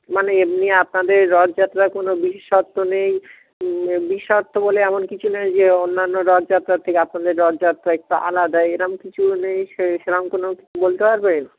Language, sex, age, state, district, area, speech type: Bengali, male, 30-45, West Bengal, Dakshin Dinajpur, urban, conversation